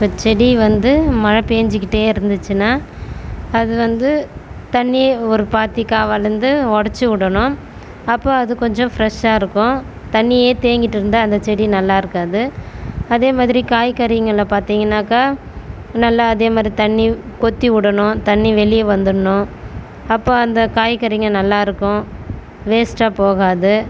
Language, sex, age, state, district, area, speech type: Tamil, female, 30-45, Tamil Nadu, Tiruvannamalai, urban, spontaneous